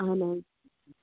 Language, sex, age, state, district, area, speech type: Kashmiri, female, 18-30, Jammu and Kashmir, Anantnag, rural, conversation